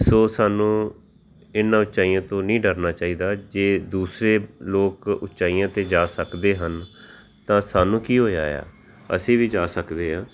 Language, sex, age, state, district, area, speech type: Punjabi, male, 45-60, Punjab, Tarn Taran, urban, spontaneous